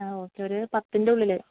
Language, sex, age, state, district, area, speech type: Malayalam, female, 30-45, Kerala, Palakkad, urban, conversation